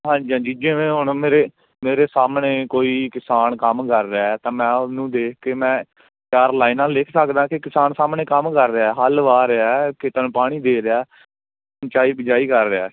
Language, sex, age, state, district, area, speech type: Punjabi, male, 18-30, Punjab, Firozpur, rural, conversation